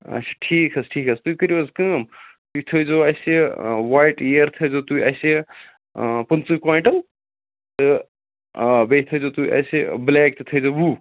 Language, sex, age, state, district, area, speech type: Kashmiri, male, 18-30, Jammu and Kashmir, Bandipora, rural, conversation